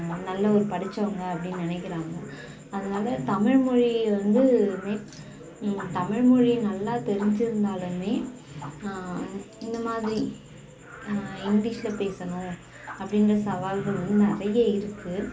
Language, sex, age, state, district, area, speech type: Tamil, female, 18-30, Tamil Nadu, Kallakurichi, rural, spontaneous